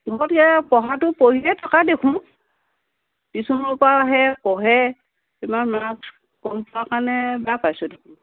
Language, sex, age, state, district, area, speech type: Assamese, female, 45-60, Assam, Sivasagar, rural, conversation